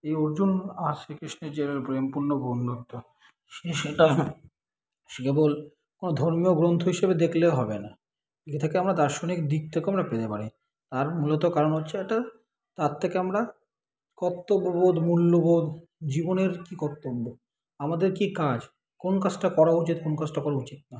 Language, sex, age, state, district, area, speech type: Bengali, male, 30-45, West Bengal, Kolkata, urban, spontaneous